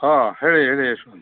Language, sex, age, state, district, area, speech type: Kannada, male, 45-60, Karnataka, Bangalore Urban, urban, conversation